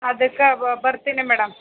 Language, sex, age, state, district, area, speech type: Kannada, female, 30-45, Karnataka, Chamarajanagar, rural, conversation